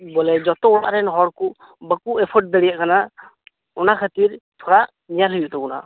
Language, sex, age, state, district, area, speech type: Santali, male, 18-30, West Bengal, Birbhum, rural, conversation